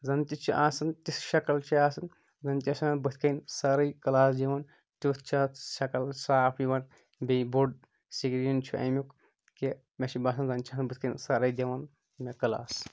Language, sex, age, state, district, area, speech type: Kashmiri, male, 18-30, Jammu and Kashmir, Kulgam, rural, spontaneous